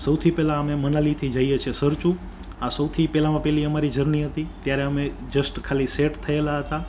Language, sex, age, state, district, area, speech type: Gujarati, male, 30-45, Gujarat, Rajkot, urban, spontaneous